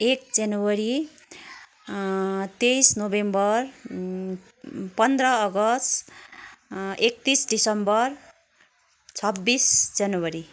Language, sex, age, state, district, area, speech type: Nepali, female, 30-45, West Bengal, Kalimpong, rural, spontaneous